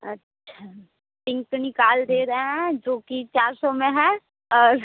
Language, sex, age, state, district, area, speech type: Hindi, female, 18-30, Uttar Pradesh, Mirzapur, urban, conversation